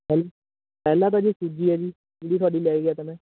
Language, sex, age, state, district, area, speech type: Punjabi, male, 18-30, Punjab, Shaheed Bhagat Singh Nagar, urban, conversation